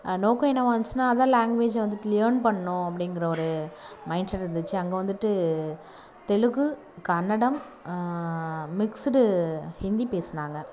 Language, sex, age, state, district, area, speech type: Tamil, female, 18-30, Tamil Nadu, Nagapattinam, rural, spontaneous